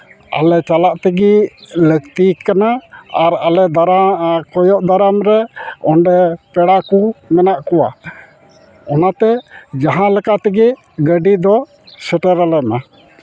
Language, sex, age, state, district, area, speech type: Santali, male, 60+, West Bengal, Malda, rural, spontaneous